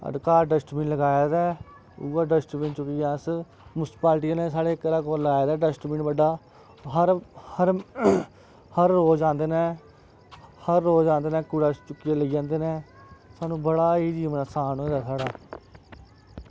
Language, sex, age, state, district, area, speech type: Dogri, male, 30-45, Jammu and Kashmir, Samba, rural, spontaneous